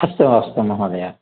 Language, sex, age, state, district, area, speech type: Sanskrit, male, 60+, Telangana, Nalgonda, urban, conversation